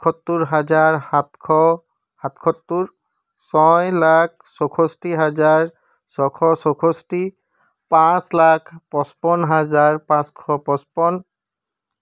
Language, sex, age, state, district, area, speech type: Assamese, male, 18-30, Assam, Charaideo, urban, spontaneous